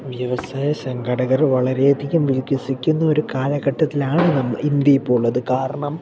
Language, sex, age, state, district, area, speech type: Malayalam, male, 18-30, Kerala, Idukki, rural, spontaneous